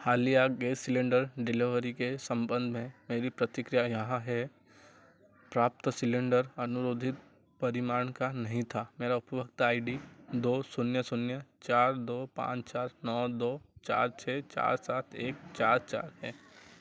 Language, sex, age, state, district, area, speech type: Hindi, male, 45-60, Madhya Pradesh, Chhindwara, rural, read